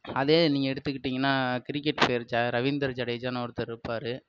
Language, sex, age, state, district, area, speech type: Tamil, male, 18-30, Tamil Nadu, Sivaganga, rural, spontaneous